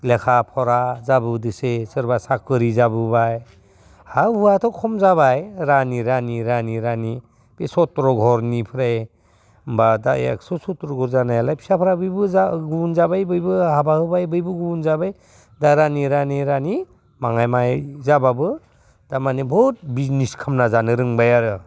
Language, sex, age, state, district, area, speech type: Bodo, male, 60+, Assam, Udalguri, rural, spontaneous